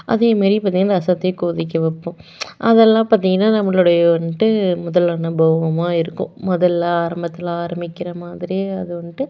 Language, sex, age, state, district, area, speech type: Tamil, female, 18-30, Tamil Nadu, Salem, urban, spontaneous